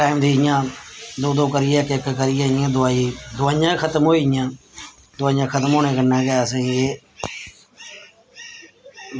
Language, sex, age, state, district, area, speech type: Dogri, male, 30-45, Jammu and Kashmir, Samba, rural, spontaneous